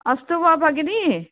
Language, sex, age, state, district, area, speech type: Sanskrit, female, 45-60, Karnataka, Mysore, urban, conversation